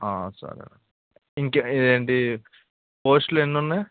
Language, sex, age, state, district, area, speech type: Telugu, male, 18-30, Andhra Pradesh, N T Rama Rao, urban, conversation